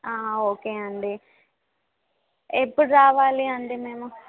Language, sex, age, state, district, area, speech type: Telugu, female, 18-30, Telangana, Nalgonda, rural, conversation